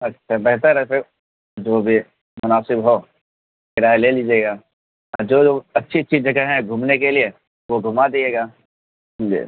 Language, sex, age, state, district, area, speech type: Urdu, male, 18-30, Bihar, Purnia, rural, conversation